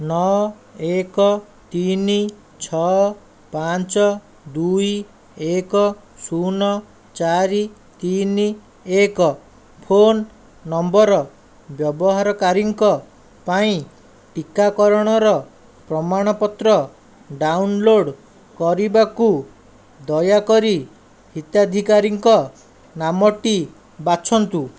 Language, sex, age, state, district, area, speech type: Odia, male, 60+, Odisha, Jajpur, rural, read